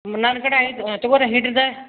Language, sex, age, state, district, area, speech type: Kannada, female, 60+, Karnataka, Belgaum, rural, conversation